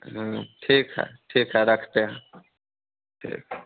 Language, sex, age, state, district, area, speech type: Hindi, male, 18-30, Bihar, Vaishali, rural, conversation